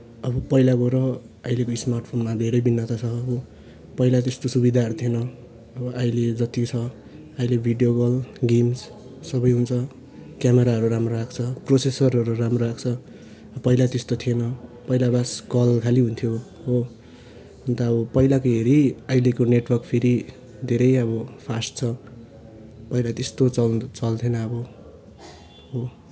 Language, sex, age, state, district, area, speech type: Nepali, male, 18-30, West Bengal, Darjeeling, rural, spontaneous